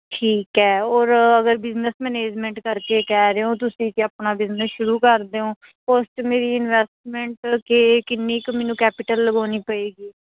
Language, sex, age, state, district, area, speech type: Punjabi, female, 18-30, Punjab, Barnala, urban, conversation